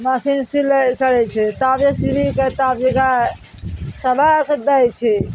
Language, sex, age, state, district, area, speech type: Maithili, female, 60+, Bihar, Araria, rural, spontaneous